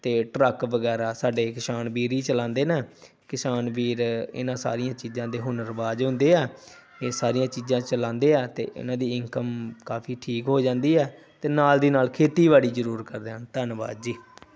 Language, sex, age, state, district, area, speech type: Punjabi, male, 30-45, Punjab, Pathankot, rural, spontaneous